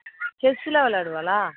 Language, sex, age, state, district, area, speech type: Tamil, female, 30-45, Tamil Nadu, Thoothukudi, urban, conversation